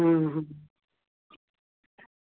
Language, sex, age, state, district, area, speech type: Hindi, female, 45-60, Uttar Pradesh, Ghazipur, rural, conversation